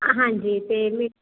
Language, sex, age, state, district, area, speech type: Punjabi, female, 30-45, Punjab, Firozpur, rural, conversation